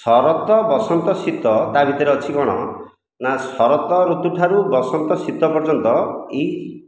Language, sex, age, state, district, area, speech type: Odia, male, 45-60, Odisha, Khordha, rural, spontaneous